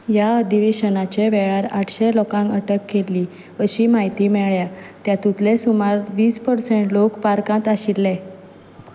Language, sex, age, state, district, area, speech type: Goan Konkani, female, 30-45, Goa, Ponda, rural, read